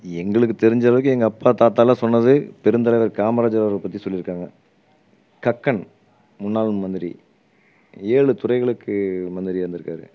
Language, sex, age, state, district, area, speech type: Tamil, male, 45-60, Tamil Nadu, Erode, urban, spontaneous